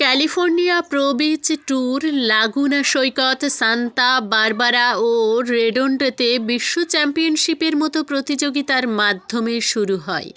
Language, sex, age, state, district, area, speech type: Bengali, female, 30-45, West Bengal, Jalpaiguri, rural, read